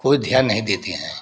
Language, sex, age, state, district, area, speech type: Hindi, male, 60+, Uttar Pradesh, Prayagraj, rural, spontaneous